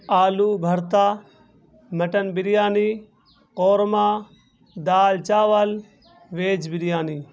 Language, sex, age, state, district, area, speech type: Urdu, male, 18-30, Bihar, Purnia, rural, spontaneous